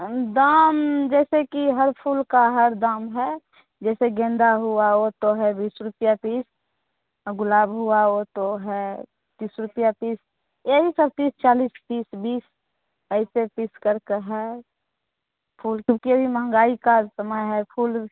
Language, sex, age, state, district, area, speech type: Hindi, female, 30-45, Bihar, Begusarai, rural, conversation